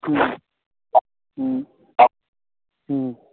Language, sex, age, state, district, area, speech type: Kannada, male, 45-60, Karnataka, Raichur, rural, conversation